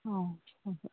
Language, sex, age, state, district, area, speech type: Manipuri, female, 45-60, Manipur, Kangpokpi, urban, conversation